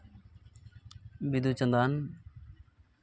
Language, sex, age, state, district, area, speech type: Santali, male, 18-30, West Bengal, Purba Bardhaman, rural, spontaneous